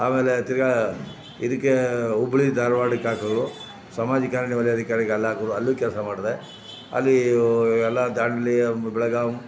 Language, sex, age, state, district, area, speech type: Kannada, male, 60+, Karnataka, Chamarajanagar, rural, spontaneous